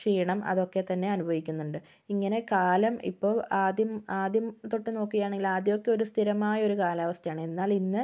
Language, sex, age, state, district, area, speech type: Malayalam, female, 18-30, Kerala, Kozhikode, urban, spontaneous